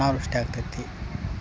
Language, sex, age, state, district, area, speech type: Kannada, male, 30-45, Karnataka, Dharwad, rural, spontaneous